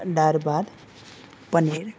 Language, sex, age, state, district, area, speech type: Gujarati, male, 30-45, Gujarat, Narmada, urban, spontaneous